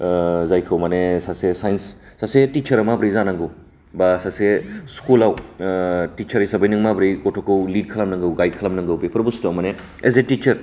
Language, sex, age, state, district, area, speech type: Bodo, male, 30-45, Assam, Baksa, urban, spontaneous